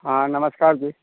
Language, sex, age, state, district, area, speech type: Hindi, male, 60+, Bihar, Samastipur, urban, conversation